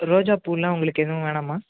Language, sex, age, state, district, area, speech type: Tamil, male, 18-30, Tamil Nadu, Chennai, urban, conversation